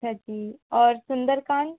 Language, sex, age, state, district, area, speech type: Hindi, female, 18-30, Madhya Pradesh, Balaghat, rural, conversation